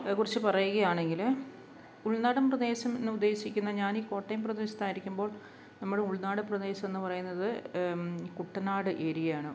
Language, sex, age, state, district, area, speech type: Malayalam, female, 30-45, Kerala, Kottayam, rural, spontaneous